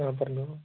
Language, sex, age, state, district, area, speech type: Malayalam, male, 45-60, Kerala, Kozhikode, urban, conversation